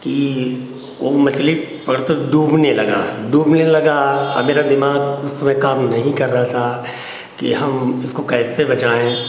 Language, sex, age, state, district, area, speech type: Hindi, male, 60+, Uttar Pradesh, Hardoi, rural, spontaneous